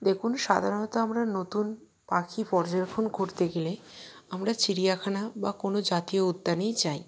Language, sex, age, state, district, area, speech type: Bengali, female, 45-60, West Bengal, Purba Bardhaman, urban, spontaneous